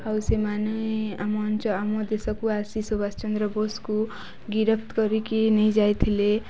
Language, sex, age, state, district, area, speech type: Odia, female, 18-30, Odisha, Nuapada, urban, spontaneous